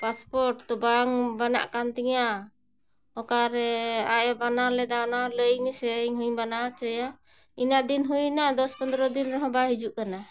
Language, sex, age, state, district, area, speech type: Santali, female, 45-60, Jharkhand, Bokaro, rural, spontaneous